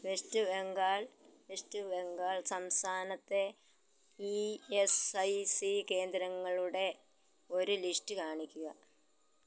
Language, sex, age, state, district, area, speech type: Malayalam, female, 60+, Kerala, Malappuram, rural, read